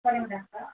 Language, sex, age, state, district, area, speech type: Tamil, female, 45-60, Tamil Nadu, Dharmapuri, urban, conversation